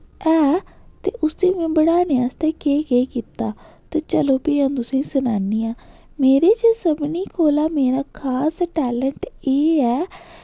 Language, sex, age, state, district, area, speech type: Dogri, female, 18-30, Jammu and Kashmir, Udhampur, rural, spontaneous